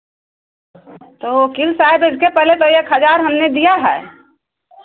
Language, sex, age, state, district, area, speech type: Hindi, female, 60+, Uttar Pradesh, Ayodhya, rural, conversation